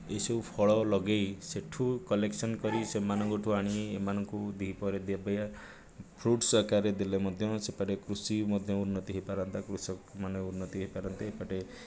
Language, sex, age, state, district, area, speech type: Odia, male, 45-60, Odisha, Nayagarh, rural, spontaneous